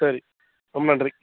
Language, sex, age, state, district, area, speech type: Tamil, male, 18-30, Tamil Nadu, Kallakurichi, urban, conversation